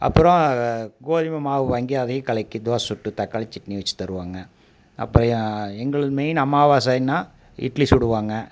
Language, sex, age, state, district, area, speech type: Tamil, male, 45-60, Tamil Nadu, Coimbatore, rural, spontaneous